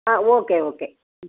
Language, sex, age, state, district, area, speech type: Tamil, female, 60+, Tamil Nadu, Coimbatore, rural, conversation